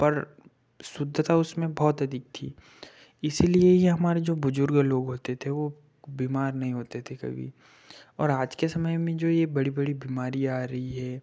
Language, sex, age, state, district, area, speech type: Hindi, male, 30-45, Madhya Pradesh, Betul, urban, spontaneous